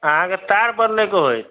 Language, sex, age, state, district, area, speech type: Maithili, male, 30-45, Bihar, Sitamarhi, urban, conversation